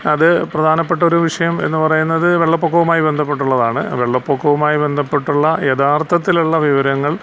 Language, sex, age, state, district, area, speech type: Malayalam, male, 45-60, Kerala, Alappuzha, rural, spontaneous